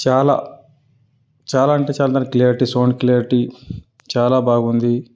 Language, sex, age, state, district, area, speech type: Telugu, male, 30-45, Telangana, Karimnagar, rural, spontaneous